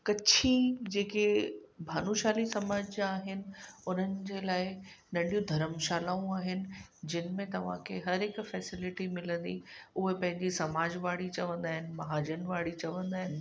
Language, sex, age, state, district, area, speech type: Sindhi, female, 45-60, Gujarat, Kutch, urban, spontaneous